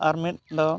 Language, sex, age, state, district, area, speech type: Santali, male, 45-60, Odisha, Mayurbhanj, rural, spontaneous